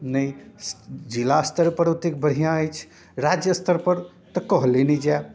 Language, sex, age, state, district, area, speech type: Maithili, male, 30-45, Bihar, Darbhanga, rural, spontaneous